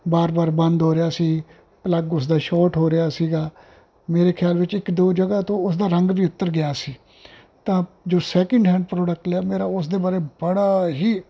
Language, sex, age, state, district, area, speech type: Punjabi, male, 45-60, Punjab, Ludhiana, urban, spontaneous